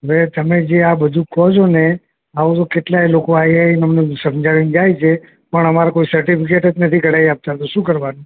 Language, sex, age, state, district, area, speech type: Gujarati, male, 45-60, Gujarat, Ahmedabad, urban, conversation